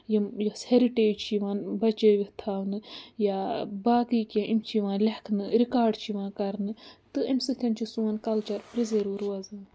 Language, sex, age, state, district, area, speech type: Kashmiri, female, 30-45, Jammu and Kashmir, Budgam, rural, spontaneous